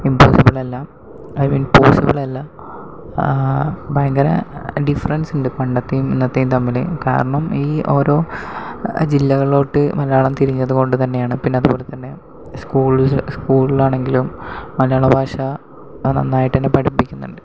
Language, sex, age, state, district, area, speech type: Malayalam, male, 18-30, Kerala, Palakkad, rural, spontaneous